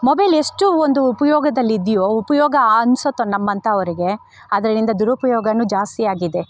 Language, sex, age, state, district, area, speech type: Kannada, female, 30-45, Karnataka, Bangalore Rural, rural, spontaneous